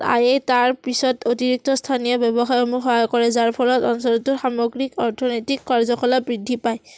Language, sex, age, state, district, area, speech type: Assamese, female, 18-30, Assam, Udalguri, rural, spontaneous